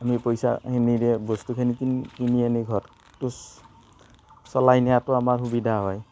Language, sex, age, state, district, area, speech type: Assamese, male, 30-45, Assam, Barpeta, rural, spontaneous